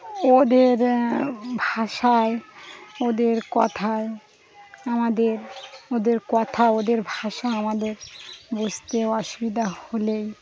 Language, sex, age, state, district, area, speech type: Bengali, female, 30-45, West Bengal, Birbhum, urban, spontaneous